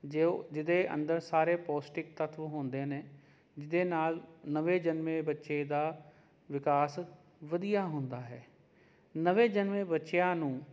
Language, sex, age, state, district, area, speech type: Punjabi, male, 30-45, Punjab, Jalandhar, urban, spontaneous